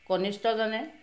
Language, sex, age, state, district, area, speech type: Assamese, female, 45-60, Assam, Sivasagar, rural, spontaneous